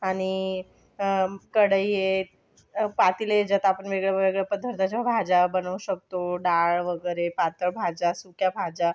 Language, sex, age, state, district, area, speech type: Marathi, female, 18-30, Maharashtra, Thane, urban, spontaneous